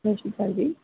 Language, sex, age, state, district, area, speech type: Punjabi, female, 18-30, Punjab, Fazilka, rural, conversation